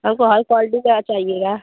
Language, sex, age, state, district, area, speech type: Hindi, female, 18-30, Uttar Pradesh, Azamgarh, rural, conversation